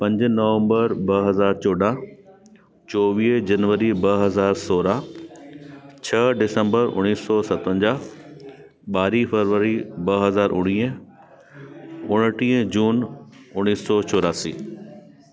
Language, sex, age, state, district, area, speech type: Sindhi, male, 30-45, Delhi, South Delhi, urban, spontaneous